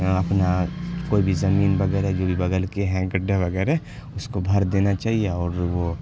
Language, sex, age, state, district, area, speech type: Urdu, male, 18-30, Bihar, Khagaria, rural, spontaneous